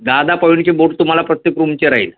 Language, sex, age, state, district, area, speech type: Marathi, female, 30-45, Maharashtra, Nagpur, rural, conversation